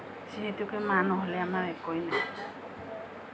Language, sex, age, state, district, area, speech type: Assamese, female, 30-45, Assam, Kamrup Metropolitan, urban, spontaneous